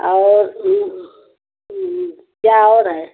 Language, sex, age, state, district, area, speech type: Hindi, female, 60+, Uttar Pradesh, Mau, urban, conversation